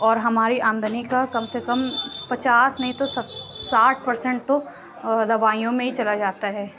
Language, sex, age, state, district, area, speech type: Urdu, female, 18-30, Uttar Pradesh, Lucknow, rural, spontaneous